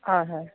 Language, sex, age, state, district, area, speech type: Assamese, female, 30-45, Assam, Sivasagar, rural, conversation